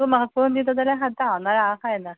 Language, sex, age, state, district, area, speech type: Goan Konkani, female, 45-60, Goa, Ponda, rural, conversation